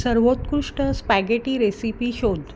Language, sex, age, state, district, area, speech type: Marathi, female, 45-60, Maharashtra, Mumbai Suburban, urban, read